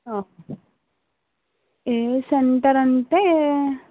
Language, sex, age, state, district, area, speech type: Telugu, female, 30-45, Andhra Pradesh, Eluru, rural, conversation